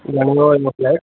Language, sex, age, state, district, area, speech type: Sindhi, male, 18-30, Gujarat, Surat, urban, conversation